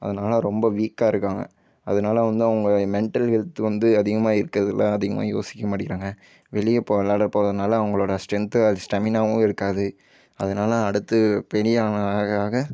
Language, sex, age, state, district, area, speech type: Tamil, male, 18-30, Tamil Nadu, Karur, rural, spontaneous